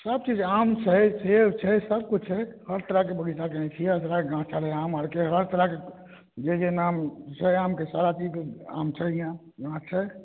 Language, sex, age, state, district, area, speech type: Maithili, male, 30-45, Bihar, Samastipur, rural, conversation